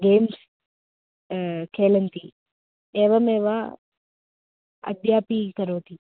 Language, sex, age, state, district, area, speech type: Sanskrit, female, 18-30, Kerala, Kottayam, rural, conversation